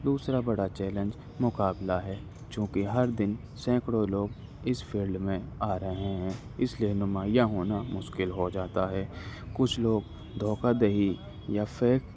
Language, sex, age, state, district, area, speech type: Urdu, male, 30-45, Delhi, North East Delhi, urban, spontaneous